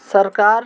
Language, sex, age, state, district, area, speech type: Hindi, female, 60+, Madhya Pradesh, Gwalior, rural, spontaneous